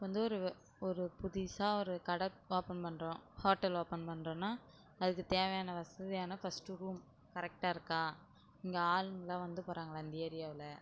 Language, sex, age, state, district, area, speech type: Tamil, female, 18-30, Tamil Nadu, Kallakurichi, rural, spontaneous